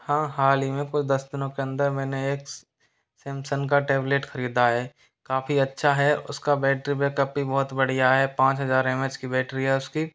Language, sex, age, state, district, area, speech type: Hindi, male, 30-45, Rajasthan, Jaipur, urban, spontaneous